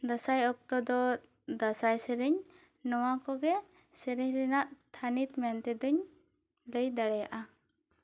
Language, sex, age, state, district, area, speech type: Santali, female, 18-30, West Bengal, Bankura, rural, spontaneous